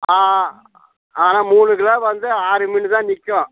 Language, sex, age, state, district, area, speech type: Tamil, male, 45-60, Tamil Nadu, Kallakurichi, rural, conversation